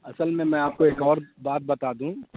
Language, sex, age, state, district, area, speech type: Urdu, male, 18-30, Uttar Pradesh, Azamgarh, urban, conversation